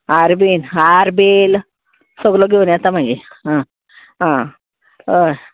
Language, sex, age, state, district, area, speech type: Goan Konkani, female, 45-60, Goa, Murmgao, rural, conversation